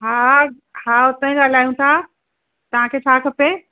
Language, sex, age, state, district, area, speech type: Sindhi, female, 45-60, Delhi, South Delhi, urban, conversation